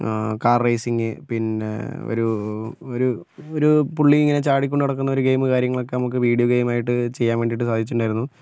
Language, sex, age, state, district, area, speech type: Malayalam, male, 18-30, Kerala, Kozhikode, urban, spontaneous